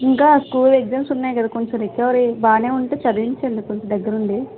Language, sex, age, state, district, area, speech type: Telugu, female, 45-60, Andhra Pradesh, Vizianagaram, rural, conversation